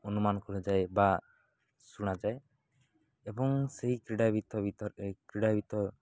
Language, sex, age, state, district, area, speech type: Odia, male, 18-30, Odisha, Nabarangpur, urban, spontaneous